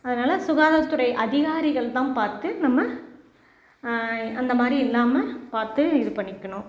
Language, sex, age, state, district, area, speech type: Tamil, female, 45-60, Tamil Nadu, Salem, rural, spontaneous